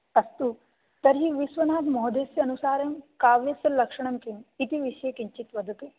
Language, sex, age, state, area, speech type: Sanskrit, female, 18-30, Rajasthan, rural, conversation